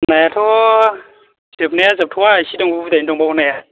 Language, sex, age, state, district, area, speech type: Bodo, male, 18-30, Assam, Baksa, rural, conversation